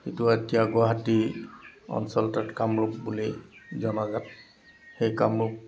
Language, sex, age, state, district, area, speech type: Assamese, male, 60+, Assam, Dibrugarh, urban, spontaneous